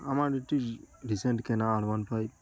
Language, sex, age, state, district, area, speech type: Bengali, male, 18-30, West Bengal, Darjeeling, urban, spontaneous